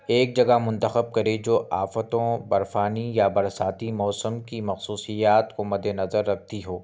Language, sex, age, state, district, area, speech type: Urdu, male, 30-45, Telangana, Hyderabad, urban, spontaneous